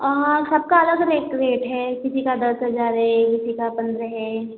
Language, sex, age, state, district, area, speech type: Hindi, female, 18-30, Uttar Pradesh, Azamgarh, urban, conversation